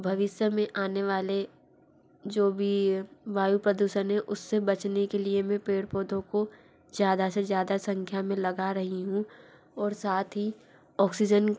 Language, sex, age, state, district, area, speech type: Hindi, female, 60+, Madhya Pradesh, Bhopal, urban, spontaneous